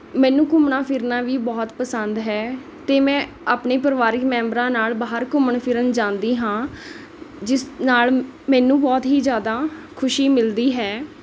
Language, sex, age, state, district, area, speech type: Punjabi, female, 18-30, Punjab, Mohali, rural, spontaneous